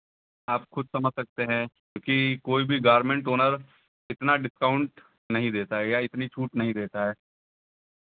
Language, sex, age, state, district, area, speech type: Hindi, male, 45-60, Uttar Pradesh, Lucknow, rural, conversation